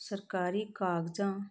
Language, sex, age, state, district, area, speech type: Punjabi, female, 30-45, Punjab, Tarn Taran, rural, spontaneous